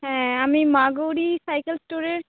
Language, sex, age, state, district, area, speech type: Bengali, female, 18-30, West Bengal, Uttar Dinajpur, urban, conversation